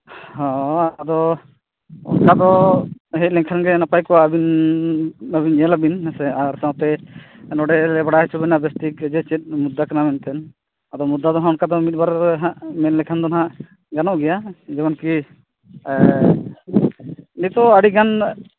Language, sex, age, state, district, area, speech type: Santali, male, 30-45, Jharkhand, East Singhbhum, rural, conversation